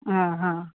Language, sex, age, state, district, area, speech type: Gujarati, female, 45-60, Gujarat, Rajkot, urban, conversation